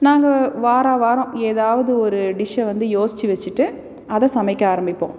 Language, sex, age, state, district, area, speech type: Tamil, female, 30-45, Tamil Nadu, Salem, urban, spontaneous